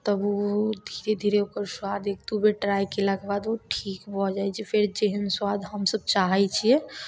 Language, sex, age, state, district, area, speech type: Maithili, female, 18-30, Bihar, Samastipur, urban, spontaneous